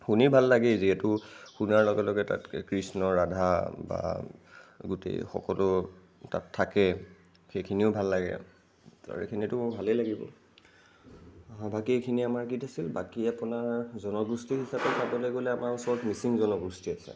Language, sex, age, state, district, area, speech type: Assamese, male, 45-60, Assam, Nagaon, rural, spontaneous